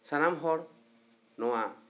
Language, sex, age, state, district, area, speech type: Santali, male, 30-45, West Bengal, Bankura, rural, spontaneous